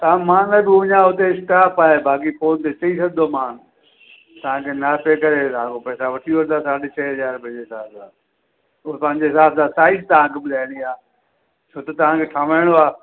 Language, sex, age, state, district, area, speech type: Sindhi, male, 45-60, Uttar Pradesh, Lucknow, rural, conversation